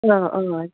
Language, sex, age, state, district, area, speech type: Bodo, female, 18-30, Assam, Baksa, rural, conversation